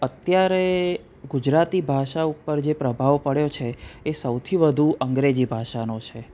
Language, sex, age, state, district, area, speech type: Gujarati, male, 30-45, Gujarat, Anand, urban, spontaneous